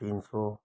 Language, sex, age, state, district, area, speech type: Hindi, male, 30-45, Rajasthan, Karauli, rural, spontaneous